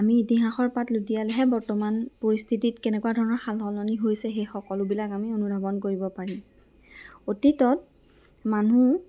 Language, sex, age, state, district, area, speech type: Assamese, female, 18-30, Assam, Lakhimpur, rural, spontaneous